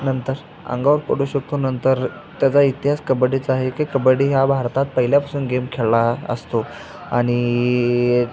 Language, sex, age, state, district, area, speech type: Marathi, male, 18-30, Maharashtra, Sangli, urban, spontaneous